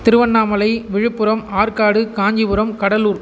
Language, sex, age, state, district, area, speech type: Tamil, male, 18-30, Tamil Nadu, Tiruvannamalai, urban, spontaneous